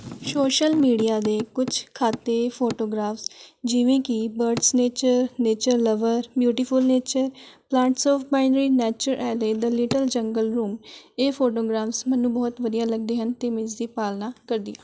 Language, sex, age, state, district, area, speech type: Punjabi, female, 18-30, Punjab, Rupnagar, urban, spontaneous